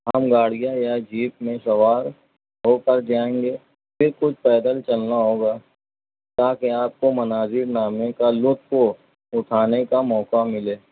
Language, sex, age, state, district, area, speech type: Urdu, male, 18-30, Maharashtra, Nashik, urban, conversation